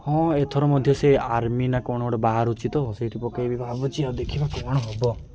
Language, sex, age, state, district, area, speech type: Odia, male, 18-30, Odisha, Nabarangpur, urban, spontaneous